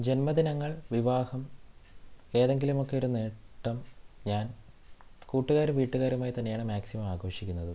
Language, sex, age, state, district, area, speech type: Malayalam, male, 18-30, Kerala, Thiruvananthapuram, rural, spontaneous